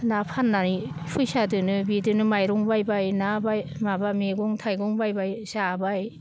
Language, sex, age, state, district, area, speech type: Bodo, female, 60+, Assam, Baksa, urban, spontaneous